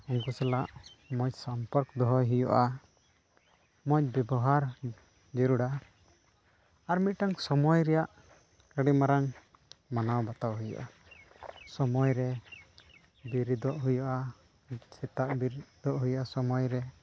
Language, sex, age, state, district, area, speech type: Santali, male, 18-30, Jharkhand, Pakur, rural, spontaneous